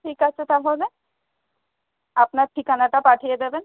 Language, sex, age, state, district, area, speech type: Bengali, female, 18-30, West Bengal, South 24 Parganas, urban, conversation